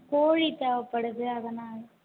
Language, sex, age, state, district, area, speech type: Tamil, female, 18-30, Tamil Nadu, Tiruvannamalai, urban, conversation